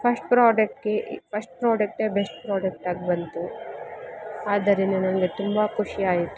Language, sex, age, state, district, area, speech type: Kannada, female, 45-60, Karnataka, Kolar, rural, spontaneous